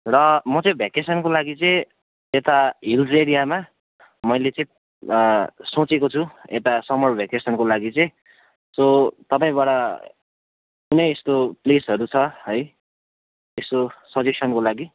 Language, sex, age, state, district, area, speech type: Nepali, male, 18-30, West Bengal, Kalimpong, rural, conversation